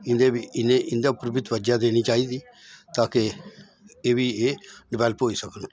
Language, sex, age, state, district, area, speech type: Dogri, male, 60+, Jammu and Kashmir, Udhampur, rural, spontaneous